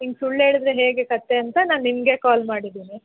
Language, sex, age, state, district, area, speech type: Kannada, female, 18-30, Karnataka, Hassan, rural, conversation